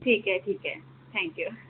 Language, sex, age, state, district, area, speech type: Marathi, female, 30-45, Maharashtra, Wardha, rural, conversation